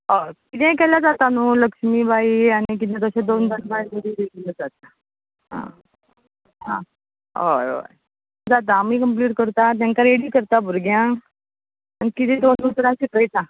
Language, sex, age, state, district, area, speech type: Goan Konkani, female, 30-45, Goa, Quepem, rural, conversation